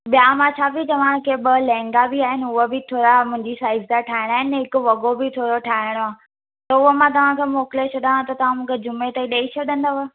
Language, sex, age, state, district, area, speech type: Sindhi, female, 18-30, Gujarat, Surat, urban, conversation